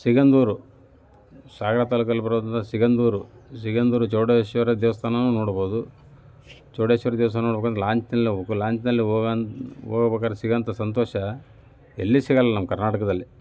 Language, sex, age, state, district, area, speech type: Kannada, male, 45-60, Karnataka, Davanagere, urban, spontaneous